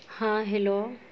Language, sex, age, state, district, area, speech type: Urdu, female, 18-30, Bihar, Saharsa, urban, spontaneous